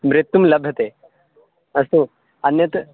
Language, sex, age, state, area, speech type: Sanskrit, male, 18-30, Bihar, rural, conversation